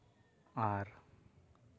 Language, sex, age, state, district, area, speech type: Santali, male, 18-30, West Bengal, Purba Bardhaman, rural, spontaneous